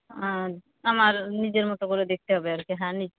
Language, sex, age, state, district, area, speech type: Bengali, female, 45-60, West Bengal, Purba Bardhaman, rural, conversation